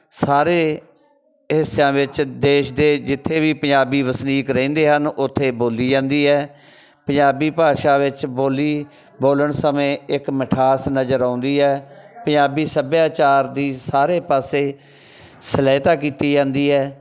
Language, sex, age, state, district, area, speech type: Punjabi, male, 45-60, Punjab, Bathinda, rural, spontaneous